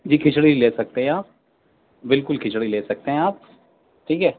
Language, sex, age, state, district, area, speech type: Urdu, male, 30-45, Delhi, Central Delhi, urban, conversation